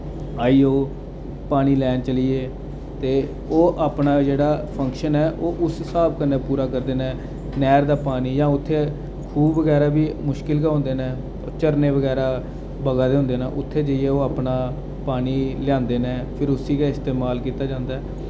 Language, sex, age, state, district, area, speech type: Dogri, male, 30-45, Jammu and Kashmir, Jammu, urban, spontaneous